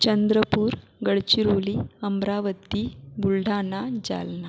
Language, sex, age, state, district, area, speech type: Marathi, female, 30-45, Maharashtra, Buldhana, rural, spontaneous